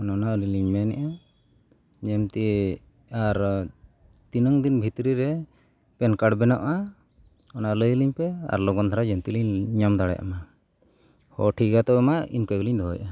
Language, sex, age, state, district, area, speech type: Santali, male, 45-60, Odisha, Mayurbhanj, rural, spontaneous